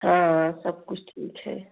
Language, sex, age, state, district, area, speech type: Hindi, female, 30-45, Uttar Pradesh, Jaunpur, rural, conversation